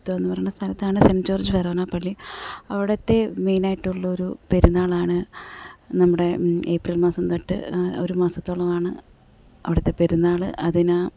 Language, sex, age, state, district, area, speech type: Malayalam, female, 30-45, Kerala, Alappuzha, rural, spontaneous